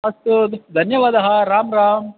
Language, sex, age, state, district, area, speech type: Sanskrit, male, 30-45, Karnataka, Bangalore Urban, urban, conversation